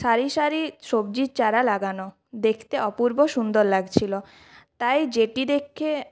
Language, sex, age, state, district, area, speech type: Bengali, female, 30-45, West Bengal, Purulia, urban, spontaneous